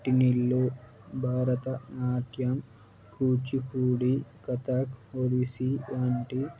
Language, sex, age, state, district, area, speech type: Telugu, male, 18-30, Telangana, Nizamabad, urban, spontaneous